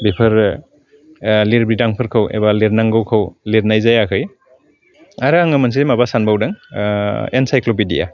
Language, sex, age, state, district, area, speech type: Bodo, male, 45-60, Assam, Udalguri, urban, spontaneous